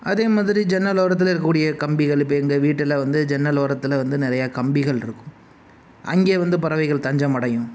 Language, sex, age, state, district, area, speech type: Tamil, male, 45-60, Tamil Nadu, Sivaganga, rural, spontaneous